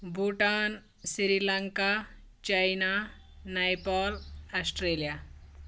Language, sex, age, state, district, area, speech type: Kashmiri, female, 30-45, Jammu and Kashmir, Anantnag, rural, spontaneous